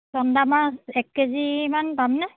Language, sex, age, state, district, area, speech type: Assamese, female, 30-45, Assam, Biswanath, rural, conversation